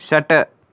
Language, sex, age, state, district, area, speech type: Sanskrit, male, 18-30, Karnataka, Davanagere, rural, read